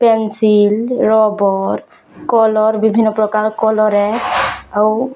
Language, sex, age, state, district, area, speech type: Odia, female, 18-30, Odisha, Bargarh, rural, spontaneous